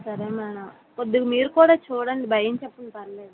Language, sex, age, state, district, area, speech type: Telugu, female, 30-45, Andhra Pradesh, Vizianagaram, rural, conversation